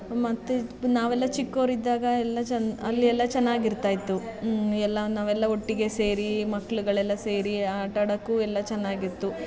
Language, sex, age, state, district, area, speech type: Kannada, female, 30-45, Karnataka, Mandya, rural, spontaneous